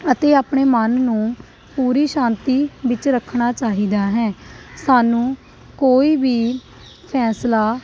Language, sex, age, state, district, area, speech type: Punjabi, female, 18-30, Punjab, Shaheed Bhagat Singh Nagar, urban, spontaneous